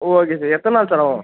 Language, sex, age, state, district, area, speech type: Tamil, male, 18-30, Tamil Nadu, Nagapattinam, rural, conversation